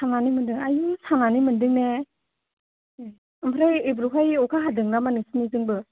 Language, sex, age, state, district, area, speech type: Bodo, male, 30-45, Assam, Chirang, rural, conversation